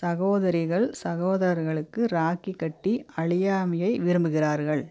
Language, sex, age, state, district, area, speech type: Tamil, female, 45-60, Tamil Nadu, Coimbatore, urban, read